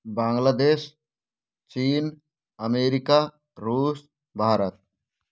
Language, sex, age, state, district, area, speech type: Hindi, male, 18-30, Rajasthan, Bharatpur, rural, spontaneous